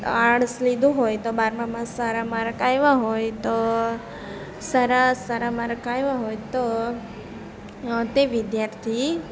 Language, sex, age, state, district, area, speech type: Gujarati, female, 30-45, Gujarat, Narmada, rural, spontaneous